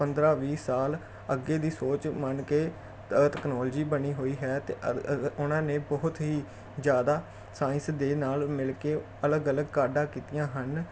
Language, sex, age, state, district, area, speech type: Punjabi, male, 30-45, Punjab, Jalandhar, urban, spontaneous